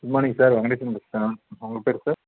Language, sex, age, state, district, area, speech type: Tamil, male, 30-45, Tamil Nadu, Tiruchirappalli, rural, conversation